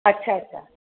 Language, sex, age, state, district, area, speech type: Marathi, female, 45-60, Maharashtra, Pune, urban, conversation